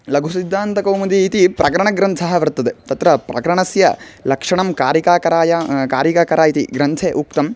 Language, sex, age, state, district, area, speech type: Sanskrit, male, 18-30, Karnataka, Chitradurga, rural, spontaneous